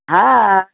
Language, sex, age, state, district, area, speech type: Sindhi, female, 60+, Maharashtra, Mumbai Suburban, urban, conversation